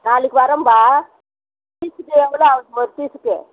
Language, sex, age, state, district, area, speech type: Tamil, female, 60+, Tamil Nadu, Vellore, urban, conversation